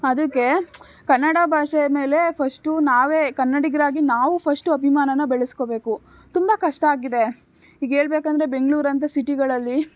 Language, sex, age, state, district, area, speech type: Kannada, female, 18-30, Karnataka, Tumkur, urban, spontaneous